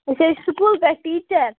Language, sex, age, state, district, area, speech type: Kashmiri, other, 18-30, Jammu and Kashmir, Baramulla, rural, conversation